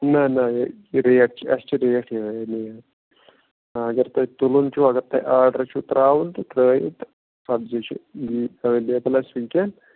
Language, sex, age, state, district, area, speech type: Kashmiri, male, 30-45, Jammu and Kashmir, Shopian, rural, conversation